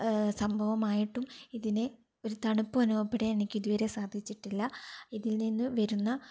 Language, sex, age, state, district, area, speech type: Malayalam, female, 18-30, Kerala, Kannur, urban, spontaneous